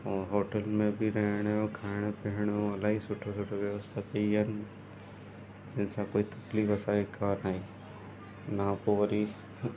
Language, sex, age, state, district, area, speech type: Sindhi, male, 30-45, Gujarat, Surat, urban, spontaneous